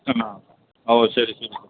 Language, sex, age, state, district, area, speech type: Malayalam, male, 60+, Kerala, Kottayam, rural, conversation